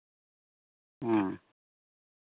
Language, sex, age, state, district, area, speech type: Santali, male, 45-60, West Bengal, Bankura, rural, conversation